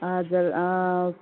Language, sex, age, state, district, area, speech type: Nepali, female, 30-45, West Bengal, Alipurduar, urban, conversation